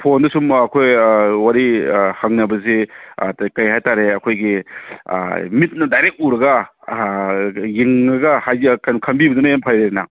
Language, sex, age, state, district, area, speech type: Manipuri, male, 30-45, Manipur, Kangpokpi, urban, conversation